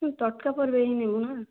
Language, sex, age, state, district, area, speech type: Odia, female, 18-30, Odisha, Jajpur, rural, conversation